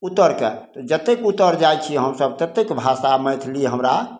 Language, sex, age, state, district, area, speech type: Maithili, male, 60+, Bihar, Samastipur, rural, spontaneous